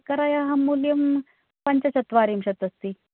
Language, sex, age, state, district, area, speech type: Sanskrit, female, 45-60, Karnataka, Uttara Kannada, urban, conversation